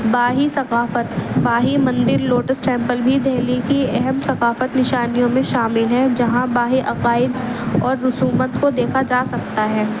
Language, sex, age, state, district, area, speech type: Urdu, female, 18-30, Delhi, East Delhi, urban, spontaneous